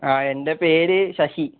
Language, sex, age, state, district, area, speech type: Malayalam, male, 18-30, Kerala, Wayanad, rural, conversation